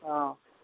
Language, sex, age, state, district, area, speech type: Assamese, male, 60+, Assam, Darrang, rural, conversation